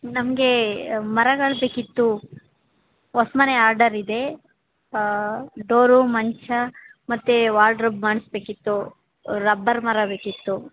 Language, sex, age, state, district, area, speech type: Kannada, female, 18-30, Karnataka, Chamarajanagar, rural, conversation